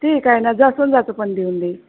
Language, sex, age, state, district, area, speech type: Marathi, female, 45-60, Maharashtra, Wardha, rural, conversation